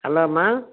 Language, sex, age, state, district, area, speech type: Tamil, female, 60+, Tamil Nadu, Krishnagiri, rural, conversation